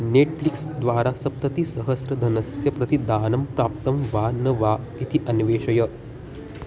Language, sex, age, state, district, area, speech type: Sanskrit, male, 18-30, Maharashtra, Solapur, urban, read